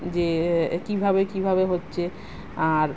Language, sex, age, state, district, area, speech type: Bengali, female, 30-45, West Bengal, Kolkata, urban, spontaneous